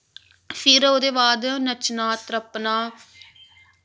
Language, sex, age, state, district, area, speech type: Dogri, female, 18-30, Jammu and Kashmir, Samba, rural, spontaneous